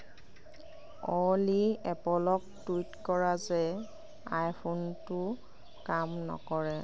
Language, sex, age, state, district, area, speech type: Assamese, female, 30-45, Assam, Nagaon, rural, read